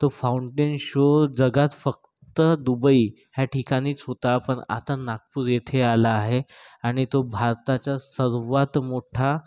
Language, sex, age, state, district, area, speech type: Marathi, male, 30-45, Maharashtra, Nagpur, urban, spontaneous